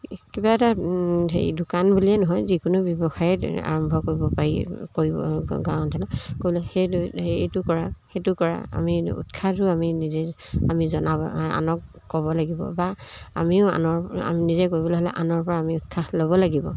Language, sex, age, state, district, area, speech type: Assamese, female, 60+, Assam, Dibrugarh, rural, spontaneous